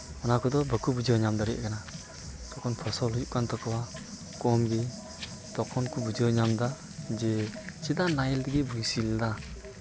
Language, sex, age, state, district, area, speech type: Santali, male, 18-30, West Bengal, Uttar Dinajpur, rural, spontaneous